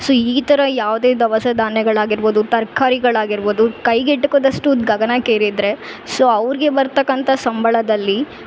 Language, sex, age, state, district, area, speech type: Kannada, female, 18-30, Karnataka, Bellary, urban, spontaneous